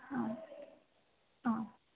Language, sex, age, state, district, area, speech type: Sanskrit, female, 18-30, Kerala, Thrissur, urban, conversation